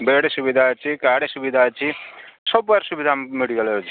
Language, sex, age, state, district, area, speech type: Odia, male, 45-60, Odisha, Sambalpur, rural, conversation